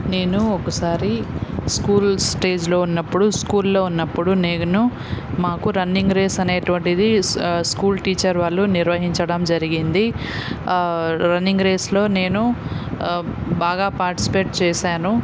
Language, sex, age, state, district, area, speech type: Telugu, female, 18-30, Andhra Pradesh, Nandyal, rural, spontaneous